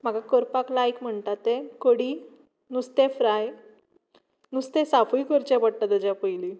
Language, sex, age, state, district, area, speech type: Goan Konkani, female, 18-30, Goa, Tiswadi, rural, spontaneous